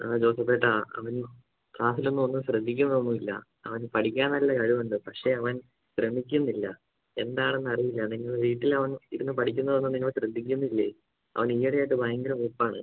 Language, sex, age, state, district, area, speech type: Malayalam, male, 18-30, Kerala, Idukki, urban, conversation